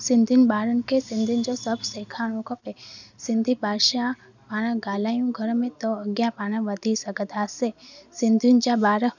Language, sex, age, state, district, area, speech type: Sindhi, female, 18-30, Gujarat, Junagadh, rural, spontaneous